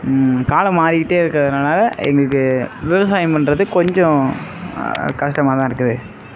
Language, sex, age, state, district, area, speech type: Tamil, male, 30-45, Tamil Nadu, Sivaganga, rural, spontaneous